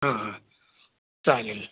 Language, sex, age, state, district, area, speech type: Marathi, male, 45-60, Maharashtra, Raigad, rural, conversation